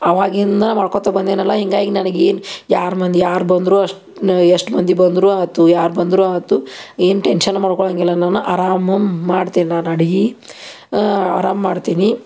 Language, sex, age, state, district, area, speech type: Kannada, female, 30-45, Karnataka, Koppal, rural, spontaneous